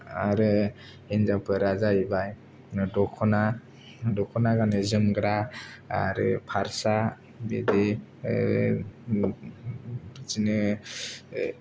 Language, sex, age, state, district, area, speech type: Bodo, male, 18-30, Assam, Kokrajhar, rural, spontaneous